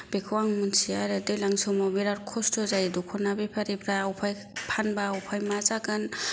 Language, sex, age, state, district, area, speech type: Bodo, female, 45-60, Assam, Kokrajhar, rural, spontaneous